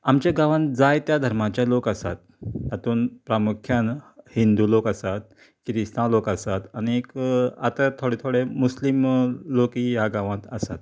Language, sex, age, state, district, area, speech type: Goan Konkani, male, 45-60, Goa, Canacona, rural, spontaneous